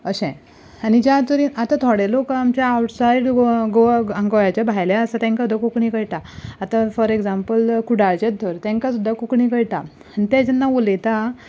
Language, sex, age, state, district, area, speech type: Goan Konkani, female, 18-30, Goa, Ponda, rural, spontaneous